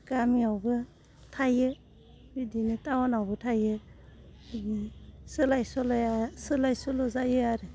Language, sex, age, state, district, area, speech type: Bodo, female, 30-45, Assam, Udalguri, rural, spontaneous